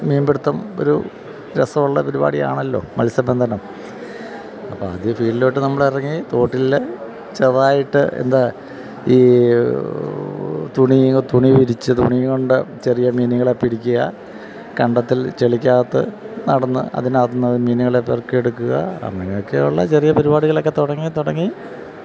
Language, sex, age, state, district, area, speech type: Malayalam, male, 45-60, Kerala, Kottayam, urban, spontaneous